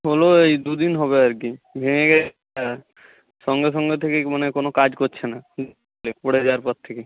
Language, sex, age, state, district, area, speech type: Bengali, male, 30-45, West Bengal, Bankura, urban, conversation